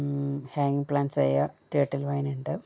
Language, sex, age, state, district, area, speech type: Malayalam, female, 30-45, Kerala, Kannur, rural, spontaneous